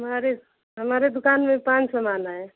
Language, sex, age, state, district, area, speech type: Hindi, female, 60+, Uttar Pradesh, Mau, rural, conversation